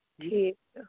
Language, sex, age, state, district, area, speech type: Kashmiri, female, 18-30, Jammu and Kashmir, Anantnag, rural, conversation